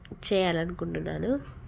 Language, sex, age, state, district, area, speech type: Telugu, female, 18-30, Telangana, Jagtial, rural, spontaneous